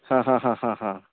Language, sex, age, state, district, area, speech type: Tamil, male, 60+, Tamil Nadu, Tiruppur, rural, conversation